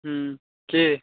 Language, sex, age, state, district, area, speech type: Maithili, male, 18-30, Bihar, Muzaffarpur, rural, conversation